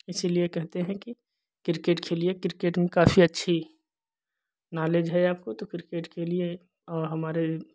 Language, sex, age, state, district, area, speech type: Hindi, male, 30-45, Uttar Pradesh, Jaunpur, rural, spontaneous